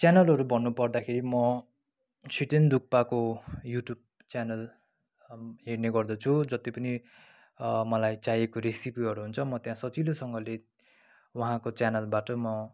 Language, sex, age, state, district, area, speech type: Nepali, male, 30-45, West Bengal, Kalimpong, rural, spontaneous